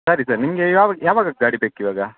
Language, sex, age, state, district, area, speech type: Kannada, male, 30-45, Karnataka, Dakshina Kannada, rural, conversation